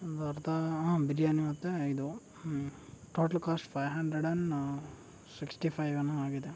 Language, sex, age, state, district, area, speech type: Kannada, male, 18-30, Karnataka, Chikkaballapur, rural, spontaneous